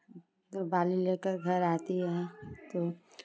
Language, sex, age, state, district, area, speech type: Hindi, female, 45-60, Uttar Pradesh, Chandauli, urban, spontaneous